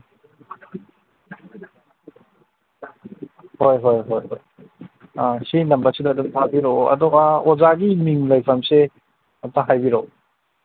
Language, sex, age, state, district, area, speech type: Manipuri, male, 45-60, Manipur, Imphal East, rural, conversation